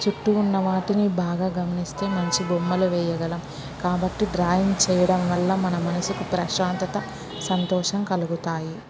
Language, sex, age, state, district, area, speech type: Telugu, female, 30-45, Andhra Pradesh, Kurnool, urban, spontaneous